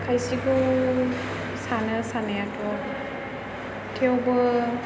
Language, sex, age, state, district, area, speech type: Bodo, female, 18-30, Assam, Chirang, urban, spontaneous